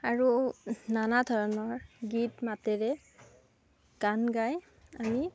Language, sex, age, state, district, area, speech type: Assamese, female, 30-45, Assam, Darrang, rural, spontaneous